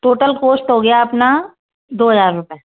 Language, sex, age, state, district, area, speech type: Hindi, female, 30-45, Madhya Pradesh, Gwalior, urban, conversation